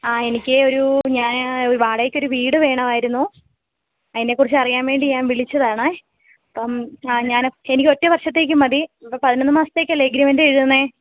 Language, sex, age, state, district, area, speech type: Malayalam, female, 18-30, Kerala, Kozhikode, rural, conversation